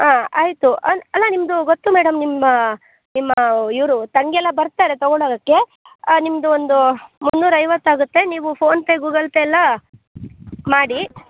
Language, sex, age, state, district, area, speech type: Kannada, female, 18-30, Karnataka, Chikkamagaluru, rural, conversation